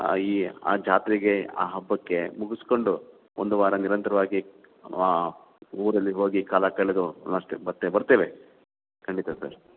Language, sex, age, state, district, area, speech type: Kannada, male, 30-45, Karnataka, Kolar, rural, conversation